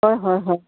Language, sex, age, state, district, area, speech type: Assamese, female, 45-60, Assam, Dibrugarh, rural, conversation